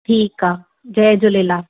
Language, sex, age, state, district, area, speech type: Sindhi, female, 30-45, Gujarat, Surat, urban, conversation